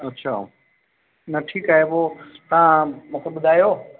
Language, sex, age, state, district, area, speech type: Sindhi, male, 45-60, Delhi, South Delhi, urban, conversation